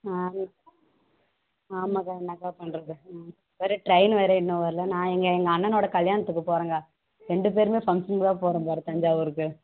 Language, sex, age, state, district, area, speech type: Tamil, female, 18-30, Tamil Nadu, Kallakurichi, rural, conversation